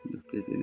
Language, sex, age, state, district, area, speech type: Nepali, male, 60+, West Bengal, Darjeeling, rural, spontaneous